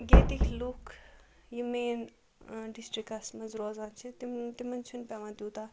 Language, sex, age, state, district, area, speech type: Kashmiri, female, 30-45, Jammu and Kashmir, Ganderbal, rural, spontaneous